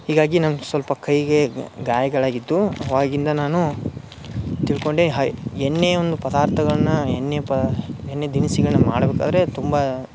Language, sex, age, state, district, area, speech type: Kannada, male, 18-30, Karnataka, Dharwad, rural, spontaneous